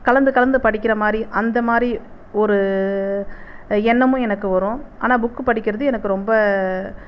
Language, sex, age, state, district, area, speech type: Tamil, female, 45-60, Tamil Nadu, Viluppuram, urban, spontaneous